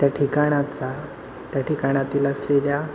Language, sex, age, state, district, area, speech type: Marathi, male, 30-45, Maharashtra, Satara, urban, spontaneous